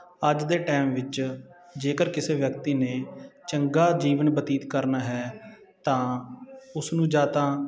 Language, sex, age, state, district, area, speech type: Punjabi, male, 30-45, Punjab, Sangrur, rural, spontaneous